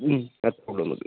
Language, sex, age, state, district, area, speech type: Malayalam, male, 45-60, Kerala, Wayanad, rural, conversation